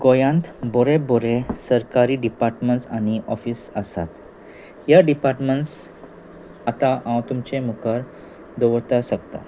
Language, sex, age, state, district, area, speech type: Goan Konkani, male, 30-45, Goa, Salcete, rural, spontaneous